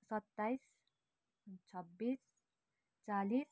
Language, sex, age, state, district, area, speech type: Nepali, female, 18-30, West Bengal, Kalimpong, rural, spontaneous